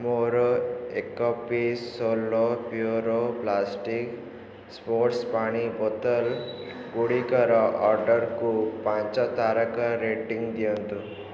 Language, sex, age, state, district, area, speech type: Odia, male, 18-30, Odisha, Ganjam, urban, read